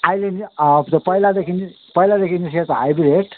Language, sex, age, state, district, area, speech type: Nepali, male, 60+, West Bengal, Kalimpong, rural, conversation